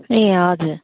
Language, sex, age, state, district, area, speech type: Nepali, female, 30-45, West Bengal, Kalimpong, rural, conversation